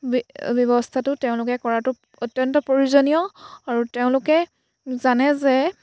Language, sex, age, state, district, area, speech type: Assamese, female, 18-30, Assam, Sivasagar, rural, spontaneous